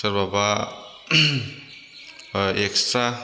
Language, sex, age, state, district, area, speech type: Bodo, male, 30-45, Assam, Chirang, rural, spontaneous